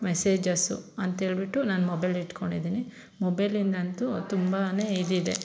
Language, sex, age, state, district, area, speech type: Kannada, female, 30-45, Karnataka, Bangalore Rural, rural, spontaneous